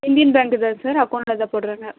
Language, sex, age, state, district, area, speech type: Tamil, female, 18-30, Tamil Nadu, Dharmapuri, rural, conversation